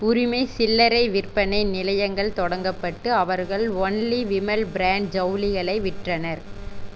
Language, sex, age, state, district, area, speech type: Tamil, female, 30-45, Tamil Nadu, Erode, rural, read